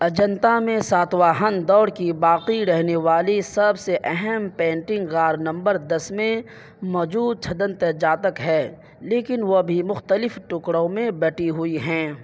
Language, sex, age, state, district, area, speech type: Urdu, male, 30-45, Bihar, Purnia, rural, read